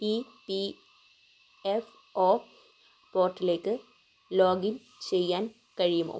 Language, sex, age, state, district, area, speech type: Malayalam, female, 18-30, Kerala, Wayanad, rural, read